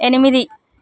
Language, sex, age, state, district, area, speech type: Telugu, female, 18-30, Telangana, Vikarabad, urban, read